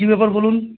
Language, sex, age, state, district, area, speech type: Bengali, male, 45-60, West Bengal, Birbhum, urban, conversation